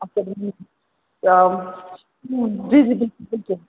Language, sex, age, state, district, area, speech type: Kashmiri, female, 30-45, Jammu and Kashmir, Srinagar, urban, conversation